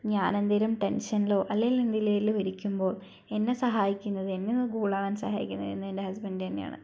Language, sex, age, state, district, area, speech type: Malayalam, female, 18-30, Kerala, Wayanad, rural, spontaneous